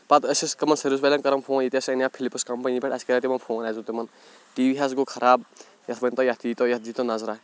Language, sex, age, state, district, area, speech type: Kashmiri, male, 18-30, Jammu and Kashmir, Shopian, rural, spontaneous